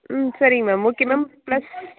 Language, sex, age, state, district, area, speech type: Tamil, female, 30-45, Tamil Nadu, Mayiladuthurai, rural, conversation